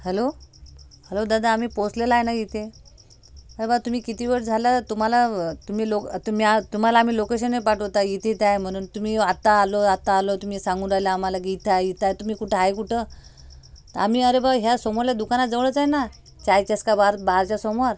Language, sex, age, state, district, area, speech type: Marathi, female, 30-45, Maharashtra, Amravati, urban, spontaneous